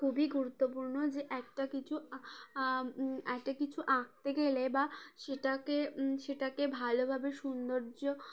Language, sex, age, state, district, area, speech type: Bengali, female, 18-30, West Bengal, Uttar Dinajpur, urban, spontaneous